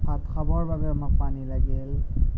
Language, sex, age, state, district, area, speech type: Assamese, male, 18-30, Assam, Morigaon, rural, spontaneous